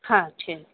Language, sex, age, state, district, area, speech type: Gujarati, female, 60+, Gujarat, Ahmedabad, urban, conversation